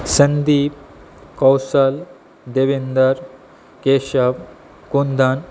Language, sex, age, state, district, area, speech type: Maithili, male, 60+, Bihar, Saharsa, urban, spontaneous